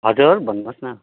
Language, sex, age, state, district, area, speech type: Nepali, male, 30-45, West Bengal, Darjeeling, rural, conversation